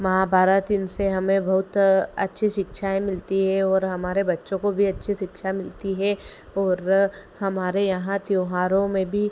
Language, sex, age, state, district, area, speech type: Hindi, female, 30-45, Madhya Pradesh, Ujjain, urban, spontaneous